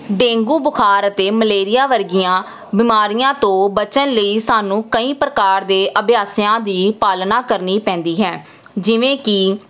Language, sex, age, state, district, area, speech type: Punjabi, female, 18-30, Punjab, Jalandhar, urban, spontaneous